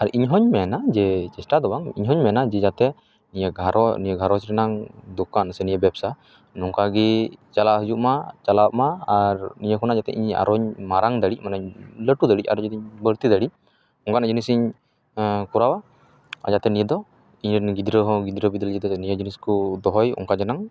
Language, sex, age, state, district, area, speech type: Santali, male, 30-45, West Bengal, Paschim Bardhaman, rural, spontaneous